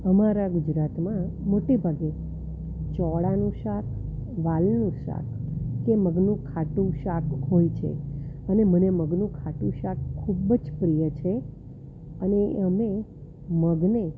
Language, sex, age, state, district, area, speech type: Gujarati, female, 60+, Gujarat, Valsad, urban, spontaneous